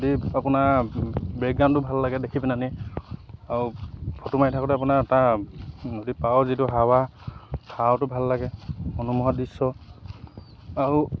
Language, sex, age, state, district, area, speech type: Assamese, male, 18-30, Assam, Lakhimpur, rural, spontaneous